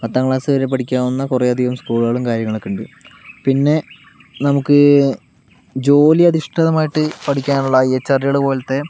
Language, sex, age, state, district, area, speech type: Malayalam, male, 45-60, Kerala, Palakkad, urban, spontaneous